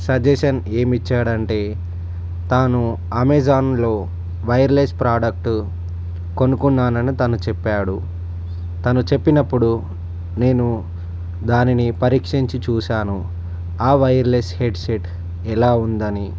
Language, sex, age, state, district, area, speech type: Telugu, male, 45-60, Andhra Pradesh, Visakhapatnam, urban, spontaneous